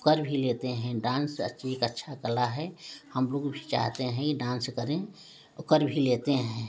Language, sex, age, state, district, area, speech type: Hindi, female, 45-60, Uttar Pradesh, Prayagraj, rural, spontaneous